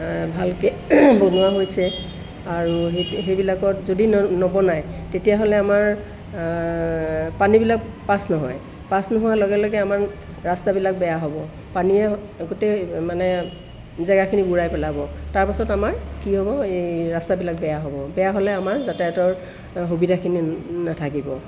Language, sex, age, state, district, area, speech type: Assamese, female, 60+, Assam, Tinsukia, rural, spontaneous